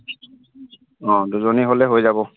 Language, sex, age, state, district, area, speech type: Assamese, male, 30-45, Assam, Dibrugarh, rural, conversation